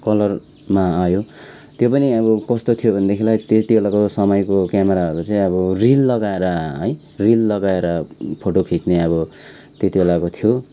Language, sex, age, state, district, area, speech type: Nepali, male, 30-45, West Bengal, Kalimpong, rural, spontaneous